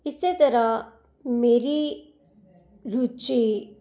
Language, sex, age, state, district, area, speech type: Punjabi, female, 45-60, Punjab, Jalandhar, urban, spontaneous